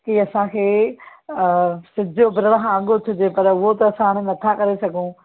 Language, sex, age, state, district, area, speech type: Sindhi, female, 45-60, Maharashtra, Thane, urban, conversation